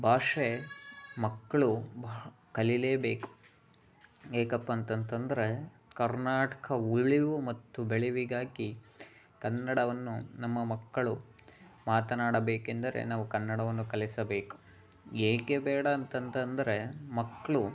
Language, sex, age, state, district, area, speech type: Kannada, male, 18-30, Karnataka, Chitradurga, rural, spontaneous